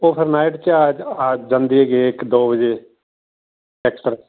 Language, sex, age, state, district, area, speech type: Punjabi, male, 45-60, Punjab, Fazilka, rural, conversation